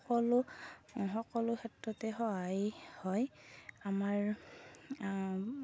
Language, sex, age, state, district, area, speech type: Assamese, female, 30-45, Assam, Darrang, rural, spontaneous